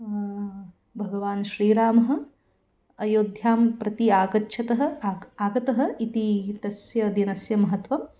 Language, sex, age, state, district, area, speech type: Sanskrit, female, 30-45, Karnataka, Bangalore Urban, urban, spontaneous